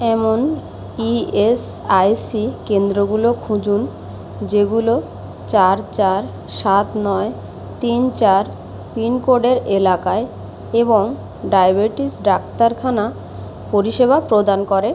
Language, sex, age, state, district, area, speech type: Bengali, female, 30-45, West Bengal, Jhargram, rural, read